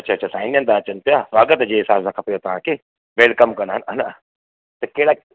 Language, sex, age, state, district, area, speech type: Sindhi, male, 30-45, Madhya Pradesh, Katni, urban, conversation